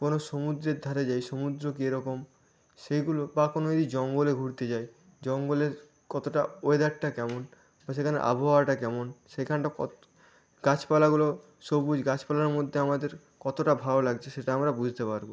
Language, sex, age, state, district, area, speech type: Bengali, male, 18-30, West Bengal, Nadia, rural, spontaneous